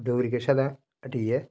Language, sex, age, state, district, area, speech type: Dogri, male, 45-60, Jammu and Kashmir, Udhampur, rural, spontaneous